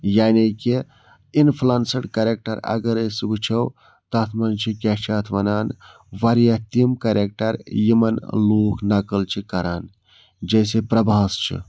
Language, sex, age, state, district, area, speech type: Kashmiri, male, 45-60, Jammu and Kashmir, Budgam, rural, spontaneous